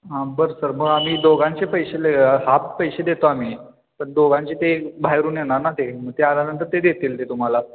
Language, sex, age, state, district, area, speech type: Marathi, male, 18-30, Maharashtra, Kolhapur, urban, conversation